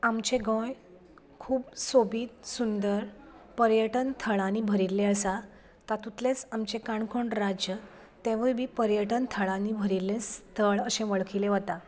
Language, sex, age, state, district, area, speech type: Goan Konkani, female, 30-45, Goa, Canacona, rural, spontaneous